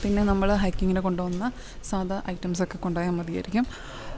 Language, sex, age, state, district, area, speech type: Malayalam, female, 30-45, Kerala, Idukki, rural, spontaneous